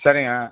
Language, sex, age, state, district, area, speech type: Tamil, male, 60+, Tamil Nadu, Perambalur, urban, conversation